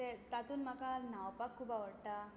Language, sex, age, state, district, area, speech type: Goan Konkani, female, 18-30, Goa, Tiswadi, rural, spontaneous